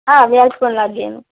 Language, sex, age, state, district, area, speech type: Gujarati, female, 30-45, Gujarat, Kutch, rural, conversation